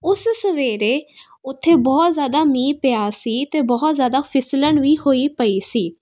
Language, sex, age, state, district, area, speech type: Punjabi, female, 18-30, Punjab, Kapurthala, urban, spontaneous